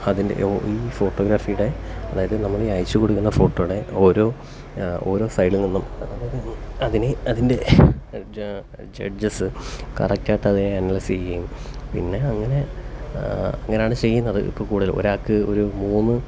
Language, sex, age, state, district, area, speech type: Malayalam, male, 30-45, Kerala, Kollam, rural, spontaneous